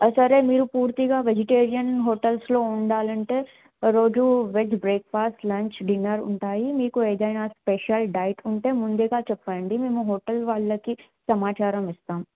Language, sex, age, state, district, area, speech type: Telugu, female, 18-30, Telangana, Bhadradri Kothagudem, urban, conversation